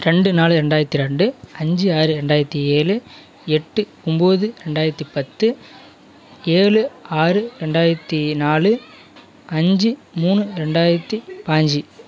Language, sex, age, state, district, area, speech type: Tamil, male, 18-30, Tamil Nadu, Kallakurichi, rural, spontaneous